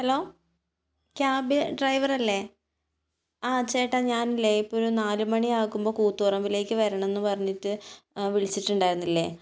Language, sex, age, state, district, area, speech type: Malayalam, female, 18-30, Kerala, Kannur, rural, spontaneous